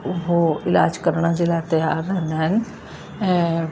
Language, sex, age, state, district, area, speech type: Sindhi, female, 45-60, Uttar Pradesh, Lucknow, urban, spontaneous